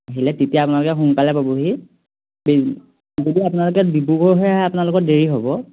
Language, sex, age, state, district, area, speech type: Assamese, male, 18-30, Assam, Majuli, urban, conversation